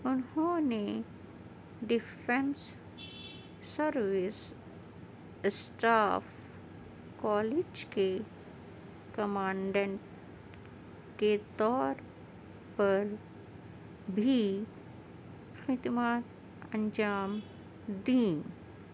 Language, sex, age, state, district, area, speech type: Urdu, female, 30-45, Delhi, Central Delhi, urban, read